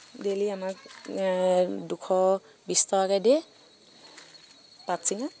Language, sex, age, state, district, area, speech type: Assamese, female, 30-45, Assam, Sivasagar, rural, spontaneous